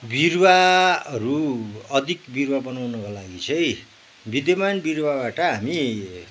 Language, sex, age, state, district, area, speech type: Nepali, male, 60+, West Bengal, Kalimpong, rural, spontaneous